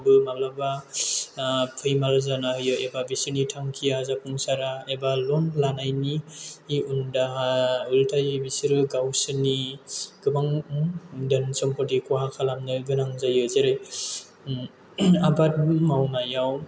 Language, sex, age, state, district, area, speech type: Bodo, male, 30-45, Assam, Chirang, rural, spontaneous